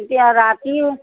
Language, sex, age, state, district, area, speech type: Assamese, female, 45-60, Assam, Kamrup Metropolitan, urban, conversation